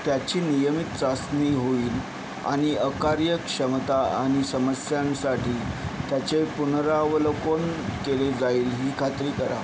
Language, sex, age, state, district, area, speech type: Marathi, male, 60+, Maharashtra, Yavatmal, urban, read